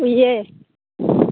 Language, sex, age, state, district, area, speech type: Manipuri, female, 60+, Manipur, Churachandpur, urban, conversation